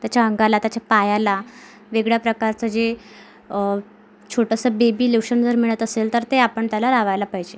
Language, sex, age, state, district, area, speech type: Marathi, female, 18-30, Maharashtra, Amravati, urban, spontaneous